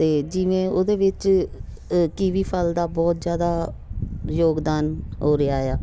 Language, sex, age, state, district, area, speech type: Punjabi, female, 45-60, Punjab, Jalandhar, urban, spontaneous